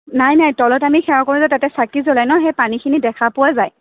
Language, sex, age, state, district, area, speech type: Assamese, female, 18-30, Assam, Sonitpur, urban, conversation